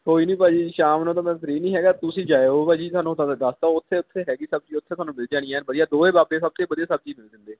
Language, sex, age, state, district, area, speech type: Punjabi, male, 18-30, Punjab, Kapurthala, urban, conversation